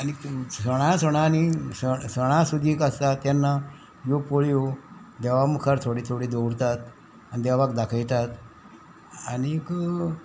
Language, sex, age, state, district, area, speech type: Goan Konkani, male, 60+, Goa, Salcete, rural, spontaneous